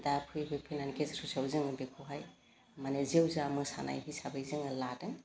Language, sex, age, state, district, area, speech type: Bodo, female, 45-60, Assam, Udalguri, urban, spontaneous